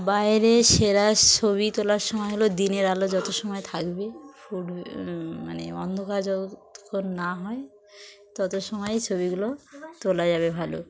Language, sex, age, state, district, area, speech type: Bengali, female, 45-60, West Bengal, Dakshin Dinajpur, urban, spontaneous